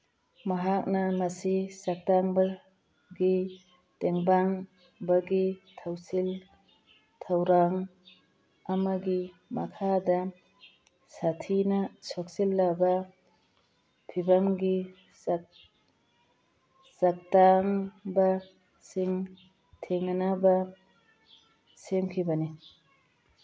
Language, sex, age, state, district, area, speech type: Manipuri, female, 45-60, Manipur, Churachandpur, urban, read